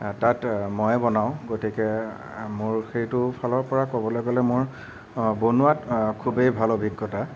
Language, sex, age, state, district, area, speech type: Assamese, male, 30-45, Assam, Nagaon, rural, spontaneous